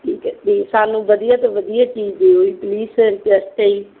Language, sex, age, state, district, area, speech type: Punjabi, female, 30-45, Punjab, Barnala, rural, conversation